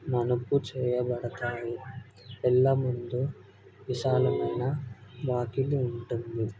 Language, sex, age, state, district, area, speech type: Telugu, male, 18-30, Andhra Pradesh, Kadapa, rural, spontaneous